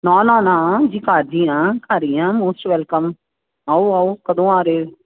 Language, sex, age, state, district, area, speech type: Punjabi, female, 45-60, Punjab, Jalandhar, urban, conversation